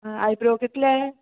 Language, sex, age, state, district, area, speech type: Goan Konkani, female, 45-60, Goa, Quepem, rural, conversation